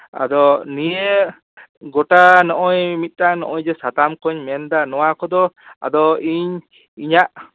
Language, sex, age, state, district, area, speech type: Santali, male, 30-45, West Bengal, Jhargram, rural, conversation